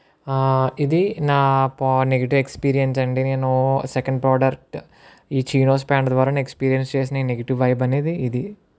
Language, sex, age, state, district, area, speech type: Telugu, male, 18-30, Andhra Pradesh, Kakinada, rural, spontaneous